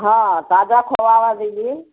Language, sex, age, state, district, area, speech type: Hindi, female, 60+, Uttar Pradesh, Chandauli, rural, conversation